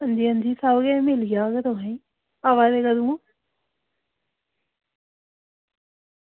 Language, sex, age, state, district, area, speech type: Dogri, female, 30-45, Jammu and Kashmir, Samba, rural, conversation